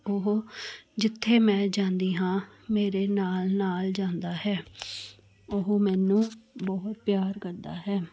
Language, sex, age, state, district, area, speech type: Punjabi, female, 30-45, Punjab, Jalandhar, urban, spontaneous